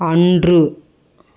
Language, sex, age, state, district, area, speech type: Tamil, female, 45-60, Tamil Nadu, Dharmapuri, rural, read